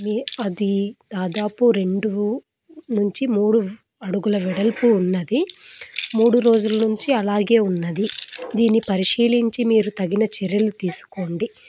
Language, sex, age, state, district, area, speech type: Telugu, female, 18-30, Andhra Pradesh, Anantapur, rural, spontaneous